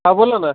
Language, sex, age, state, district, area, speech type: Marathi, male, 30-45, Maharashtra, Osmanabad, rural, conversation